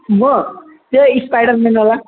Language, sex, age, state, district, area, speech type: Nepali, male, 18-30, West Bengal, Alipurduar, urban, conversation